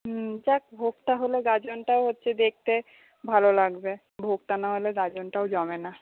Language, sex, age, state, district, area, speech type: Bengali, female, 18-30, West Bengal, Paschim Medinipur, rural, conversation